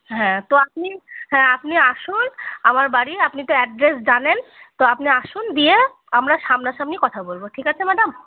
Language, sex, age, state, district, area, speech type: Bengali, female, 30-45, West Bengal, Murshidabad, urban, conversation